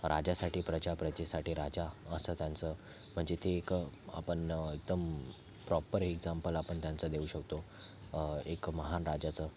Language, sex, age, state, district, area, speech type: Marathi, male, 30-45, Maharashtra, Thane, urban, spontaneous